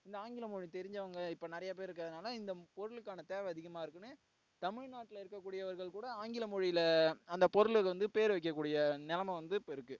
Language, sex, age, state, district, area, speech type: Tamil, male, 18-30, Tamil Nadu, Tiruvarur, urban, spontaneous